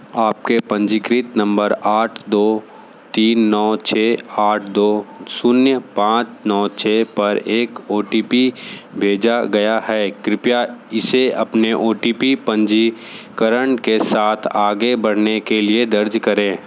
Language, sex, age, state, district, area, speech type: Hindi, male, 60+, Uttar Pradesh, Sonbhadra, rural, read